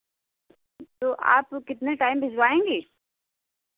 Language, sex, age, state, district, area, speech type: Hindi, female, 60+, Uttar Pradesh, Sitapur, rural, conversation